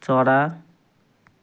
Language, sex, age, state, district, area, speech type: Nepali, male, 30-45, West Bengal, Jalpaiguri, rural, read